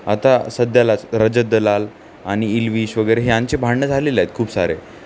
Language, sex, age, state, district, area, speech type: Marathi, male, 18-30, Maharashtra, Nanded, urban, spontaneous